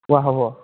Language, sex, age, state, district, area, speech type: Assamese, male, 45-60, Assam, Dhemaji, rural, conversation